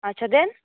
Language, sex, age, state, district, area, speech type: Odia, female, 18-30, Odisha, Nayagarh, rural, conversation